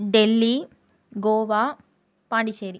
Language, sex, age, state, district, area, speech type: Tamil, female, 30-45, Tamil Nadu, Coimbatore, rural, spontaneous